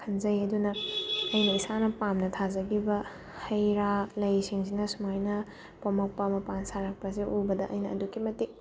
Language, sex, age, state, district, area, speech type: Manipuri, female, 18-30, Manipur, Bishnupur, rural, spontaneous